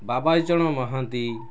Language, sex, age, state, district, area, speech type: Odia, male, 45-60, Odisha, Kendrapara, urban, spontaneous